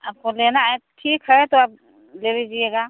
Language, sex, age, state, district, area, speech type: Hindi, female, 45-60, Uttar Pradesh, Mau, rural, conversation